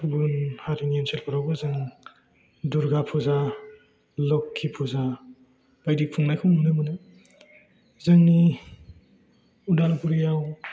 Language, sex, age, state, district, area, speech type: Bodo, male, 18-30, Assam, Udalguri, rural, spontaneous